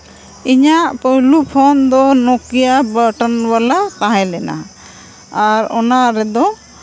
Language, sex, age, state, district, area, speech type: Santali, female, 45-60, Jharkhand, Seraikela Kharsawan, rural, spontaneous